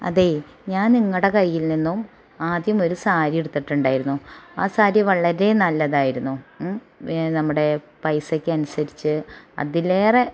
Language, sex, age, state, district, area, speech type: Malayalam, female, 30-45, Kerala, Malappuram, rural, spontaneous